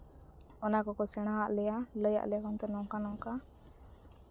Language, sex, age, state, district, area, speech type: Santali, female, 30-45, Jharkhand, East Singhbhum, rural, spontaneous